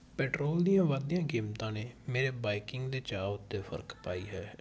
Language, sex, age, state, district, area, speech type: Punjabi, male, 18-30, Punjab, Patiala, rural, spontaneous